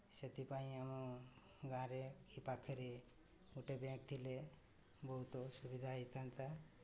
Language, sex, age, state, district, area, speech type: Odia, male, 45-60, Odisha, Mayurbhanj, rural, spontaneous